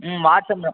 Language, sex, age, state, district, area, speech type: Tamil, male, 18-30, Tamil Nadu, Madurai, rural, conversation